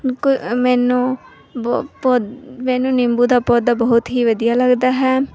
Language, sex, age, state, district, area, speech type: Punjabi, female, 18-30, Punjab, Mansa, urban, spontaneous